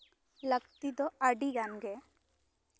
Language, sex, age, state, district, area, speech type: Santali, female, 18-30, West Bengal, Bankura, rural, spontaneous